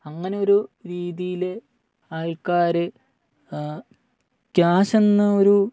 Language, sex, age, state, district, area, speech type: Malayalam, male, 18-30, Kerala, Wayanad, rural, spontaneous